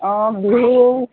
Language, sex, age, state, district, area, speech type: Assamese, female, 60+, Assam, Golaghat, rural, conversation